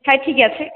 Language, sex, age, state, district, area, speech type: Bengali, female, 18-30, West Bengal, Jalpaiguri, rural, conversation